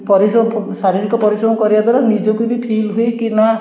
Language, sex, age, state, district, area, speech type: Odia, male, 30-45, Odisha, Puri, urban, spontaneous